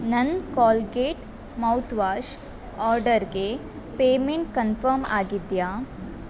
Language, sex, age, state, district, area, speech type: Kannada, female, 18-30, Karnataka, Udupi, rural, read